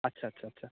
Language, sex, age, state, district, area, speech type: Bengali, male, 30-45, West Bengal, North 24 Parganas, urban, conversation